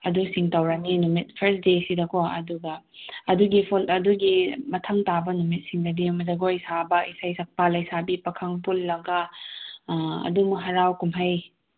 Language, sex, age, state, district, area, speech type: Manipuri, female, 18-30, Manipur, Senapati, urban, conversation